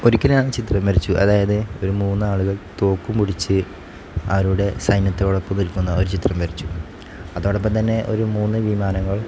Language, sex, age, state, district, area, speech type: Malayalam, male, 18-30, Kerala, Malappuram, rural, spontaneous